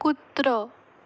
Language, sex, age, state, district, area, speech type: Goan Konkani, female, 18-30, Goa, Ponda, rural, read